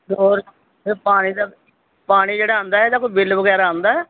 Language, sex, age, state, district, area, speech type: Punjabi, female, 60+, Punjab, Pathankot, urban, conversation